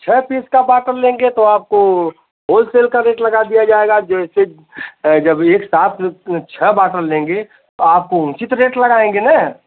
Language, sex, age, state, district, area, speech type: Hindi, male, 45-60, Uttar Pradesh, Azamgarh, rural, conversation